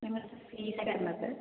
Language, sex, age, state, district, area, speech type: Malayalam, female, 18-30, Kerala, Kottayam, rural, conversation